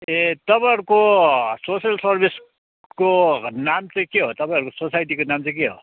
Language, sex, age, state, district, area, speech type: Nepali, male, 30-45, West Bengal, Darjeeling, rural, conversation